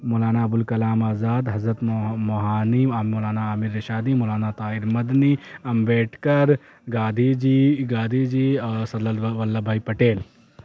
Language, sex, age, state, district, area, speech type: Urdu, male, 18-30, Uttar Pradesh, Azamgarh, urban, spontaneous